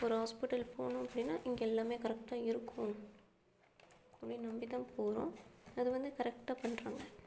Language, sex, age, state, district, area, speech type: Tamil, female, 18-30, Tamil Nadu, Perambalur, rural, spontaneous